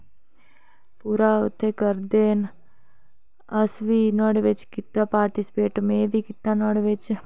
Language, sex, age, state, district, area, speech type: Dogri, female, 18-30, Jammu and Kashmir, Reasi, rural, spontaneous